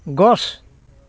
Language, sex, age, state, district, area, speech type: Assamese, male, 60+, Assam, Dhemaji, rural, read